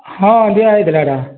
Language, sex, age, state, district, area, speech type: Odia, male, 45-60, Odisha, Boudh, rural, conversation